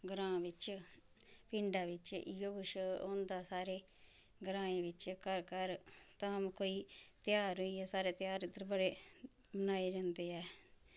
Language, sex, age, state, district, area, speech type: Dogri, female, 30-45, Jammu and Kashmir, Samba, rural, spontaneous